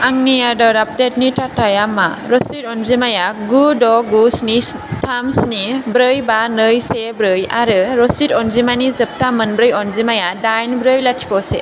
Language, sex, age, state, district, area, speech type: Bodo, female, 18-30, Assam, Kokrajhar, rural, read